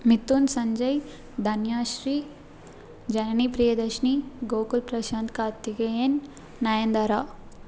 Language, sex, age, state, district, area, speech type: Tamil, female, 18-30, Tamil Nadu, Salem, urban, spontaneous